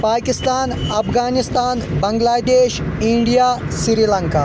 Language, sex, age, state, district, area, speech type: Kashmiri, male, 18-30, Jammu and Kashmir, Shopian, rural, spontaneous